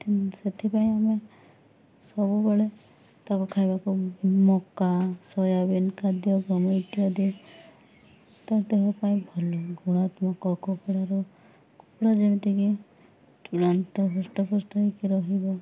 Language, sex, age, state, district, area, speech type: Odia, female, 18-30, Odisha, Nabarangpur, urban, spontaneous